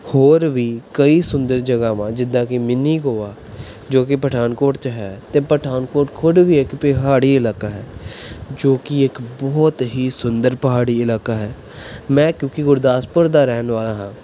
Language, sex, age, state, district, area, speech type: Punjabi, male, 18-30, Punjab, Pathankot, urban, spontaneous